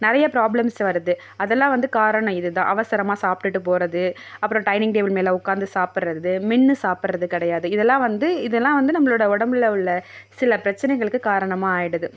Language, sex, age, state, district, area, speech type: Tamil, female, 30-45, Tamil Nadu, Tiruvarur, rural, spontaneous